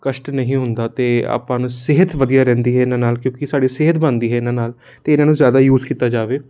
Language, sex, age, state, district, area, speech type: Punjabi, male, 18-30, Punjab, Kapurthala, urban, spontaneous